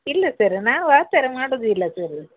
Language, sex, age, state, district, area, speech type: Kannada, female, 60+, Karnataka, Dakshina Kannada, rural, conversation